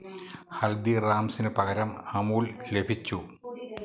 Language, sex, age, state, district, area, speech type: Malayalam, male, 45-60, Kerala, Kottayam, rural, read